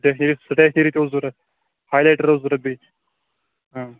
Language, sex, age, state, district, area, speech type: Kashmiri, male, 30-45, Jammu and Kashmir, Kulgam, rural, conversation